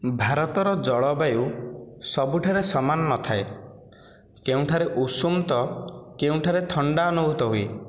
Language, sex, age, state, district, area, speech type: Odia, male, 18-30, Odisha, Nayagarh, rural, spontaneous